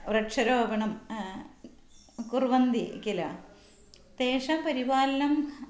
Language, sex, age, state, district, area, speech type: Sanskrit, female, 45-60, Kerala, Thrissur, urban, spontaneous